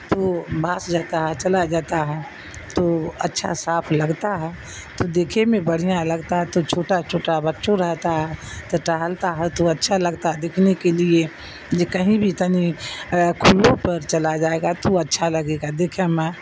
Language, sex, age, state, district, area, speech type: Urdu, female, 60+, Bihar, Darbhanga, rural, spontaneous